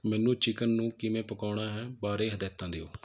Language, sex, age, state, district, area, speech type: Punjabi, male, 30-45, Punjab, Mohali, urban, read